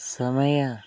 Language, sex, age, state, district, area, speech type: Kannada, male, 60+, Karnataka, Bangalore Rural, urban, read